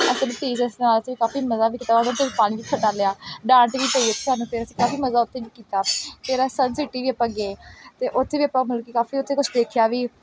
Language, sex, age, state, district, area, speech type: Punjabi, female, 18-30, Punjab, Pathankot, rural, spontaneous